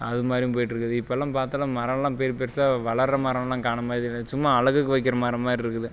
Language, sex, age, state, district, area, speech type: Tamil, male, 30-45, Tamil Nadu, Dharmapuri, rural, spontaneous